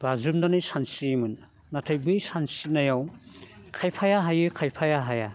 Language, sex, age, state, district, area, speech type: Bodo, male, 60+, Assam, Baksa, urban, spontaneous